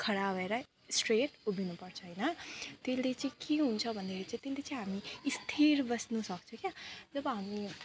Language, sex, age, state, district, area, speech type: Nepali, female, 30-45, West Bengal, Alipurduar, urban, spontaneous